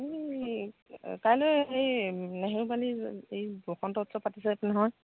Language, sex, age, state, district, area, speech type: Assamese, female, 45-60, Assam, Nagaon, rural, conversation